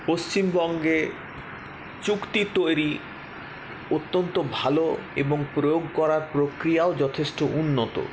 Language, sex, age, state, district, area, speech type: Bengali, male, 45-60, West Bengal, Paschim Bardhaman, urban, spontaneous